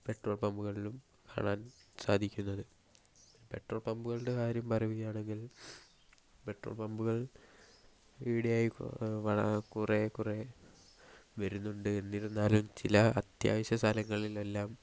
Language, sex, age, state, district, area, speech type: Malayalam, male, 18-30, Kerala, Kozhikode, rural, spontaneous